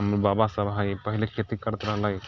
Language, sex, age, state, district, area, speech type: Maithili, male, 30-45, Bihar, Sitamarhi, urban, spontaneous